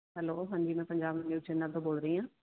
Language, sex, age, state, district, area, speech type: Punjabi, female, 30-45, Punjab, Mansa, rural, conversation